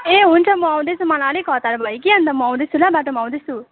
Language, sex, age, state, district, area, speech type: Nepali, female, 18-30, West Bengal, Darjeeling, rural, conversation